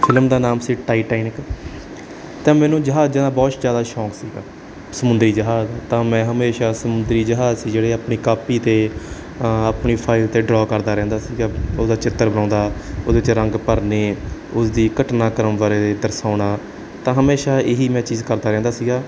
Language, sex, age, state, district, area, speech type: Punjabi, male, 18-30, Punjab, Barnala, rural, spontaneous